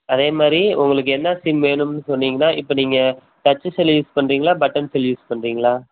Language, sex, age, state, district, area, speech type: Tamil, male, 18-30, Tamil Nadu, Madurai, urban, conversation